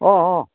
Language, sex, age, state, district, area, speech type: Assamese, male, 45-60, Assam, Sivasagar, rural, conversation